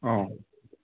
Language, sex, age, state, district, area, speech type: Manipuri, male, 30-45, Manipur, Kangpokpi, urban, conversation